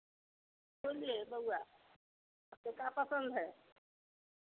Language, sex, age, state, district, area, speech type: Hindi, female, 60+, Bihar, Vaishali, urban, conversation